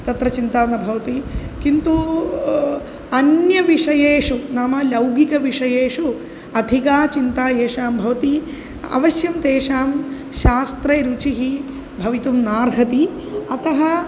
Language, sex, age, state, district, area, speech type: Sanskrit, female, 45-60, Kerala, Kozhikode, urban, spontaneous